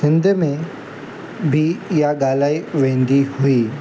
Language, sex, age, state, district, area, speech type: Sindhi, male, 18-30, Gujarat, Surat, urban, spontaneous